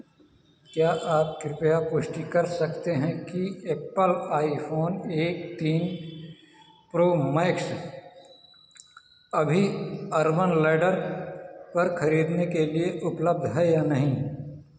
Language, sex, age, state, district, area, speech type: Hindi, male, 60+, Uttar Pradesh, Ayodhya, rural, read